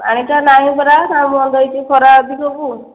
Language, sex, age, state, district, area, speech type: Odia, female, 30-45, Odisha, Khordha, rural, conversation